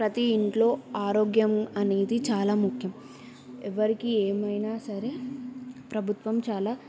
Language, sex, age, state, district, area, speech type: Telugu, female, 18-30, Telangana, Yadadri Bhuvanagiri, urban, spontaneous